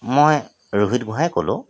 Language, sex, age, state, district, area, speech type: Assamese, male, 45-60, Assam, Tinsukia, urban, spontaneous